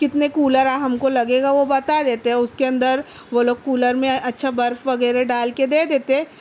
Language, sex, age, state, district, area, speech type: Urdu, female, 30-45, Maharashtra, Nashik, rural, spontaneous